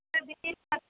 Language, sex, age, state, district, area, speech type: Hindi, female, 30-45, Uttar Pradesh, Bhadohi, rural, conversation